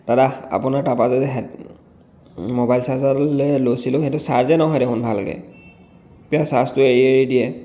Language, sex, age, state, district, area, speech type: Assamese, male, 30-45, Assam, Dhemaji, rural, spontaneous